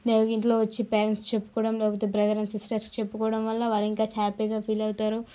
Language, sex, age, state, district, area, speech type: Telugu, female, 18-30, Andhra Pradesh, Sri Balaji, rural, spontaneous